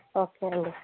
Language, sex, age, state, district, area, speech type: Telugu, female, 60+, Andhra Pradesh, Kakinada, rural, conversation